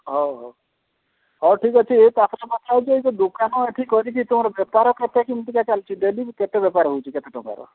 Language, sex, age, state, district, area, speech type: Odia, male, 60+, Odisha, Mayurbhanj, rural, conversation